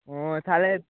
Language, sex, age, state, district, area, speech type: Bengali, male, 30-45, West Bengal, Nadia, rural, conversation